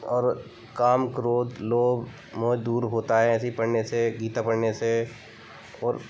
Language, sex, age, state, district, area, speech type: Hindi, male, 30-45, Madhya Pradesh, Hoshangabad, urban, spontaneous